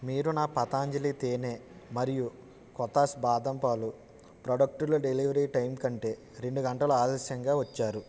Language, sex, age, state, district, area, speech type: Telugu, male, 30-45, Andhra Pradesh, West Godavari, rural, read